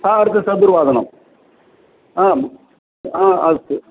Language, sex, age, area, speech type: Sanskrit, male, 60+, urban, conversation